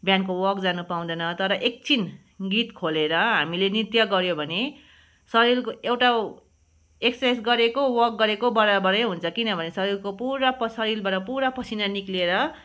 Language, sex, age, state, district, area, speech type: Nepali, female, 30-45, West Bengal, Darjeeling, rural, spontaneous